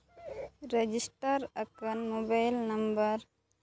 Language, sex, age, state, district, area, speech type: Santali, female, 30-45, Jharkhand, Seraikela Kharsawan, rural, read